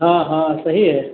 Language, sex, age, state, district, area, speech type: Hindi, male, 60+, Uttar Pradesh, Sitapur, rural, conversation